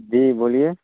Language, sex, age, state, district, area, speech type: Urdu, male, 30-45, Bihar, Supaul, urban, conversation